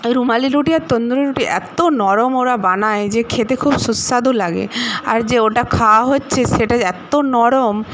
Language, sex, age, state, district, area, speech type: Bengali, female, 60+, West Bengal, Paschim Medinipur, rural, spontaneous